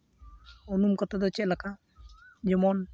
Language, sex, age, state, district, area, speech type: Santali, male, 18-30, West Bengal, Uttar Dinajpur, rural, spontaneous